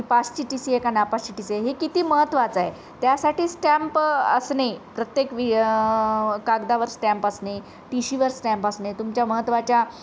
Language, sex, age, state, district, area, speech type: Marathi, female, 30-45, Maharashtra, Nanded, urban, spontaneous